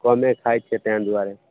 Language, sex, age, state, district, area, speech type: Maithili, male, 18-30, Bihar, Samastipur, rural, conversation